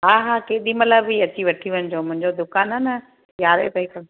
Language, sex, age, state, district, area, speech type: Sindhi, female, 45-60, Gujarat, Kutch, rural, conversation